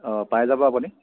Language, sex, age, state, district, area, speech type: Assamese, male, 30-45, Assam, Sivasagar, rural, conversation